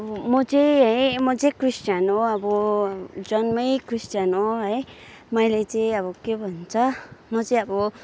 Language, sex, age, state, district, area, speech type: Nepali, female, 30-45, West Bengal, Kalimpong, rural, spontaneous